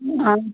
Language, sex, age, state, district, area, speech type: Hindi, female, 18-30, Uttar Pradesh, Chandauli, rural, conversation